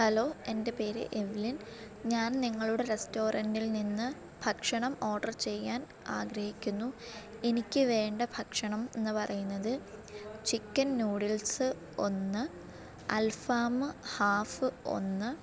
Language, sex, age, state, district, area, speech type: Malayalam, female, 18-30, Kerala, Alappuzha, rural, spontaneous